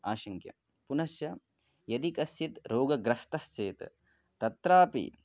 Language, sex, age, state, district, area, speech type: Sanskrit, male, 18-30, West Bengal, Darjeeling, urban, spontaneous